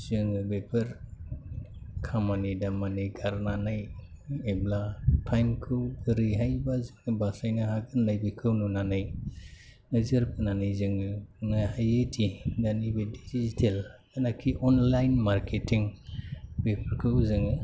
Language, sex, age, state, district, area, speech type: Bodo, male, 30-45, Assam, Chirang, urban, spontaneous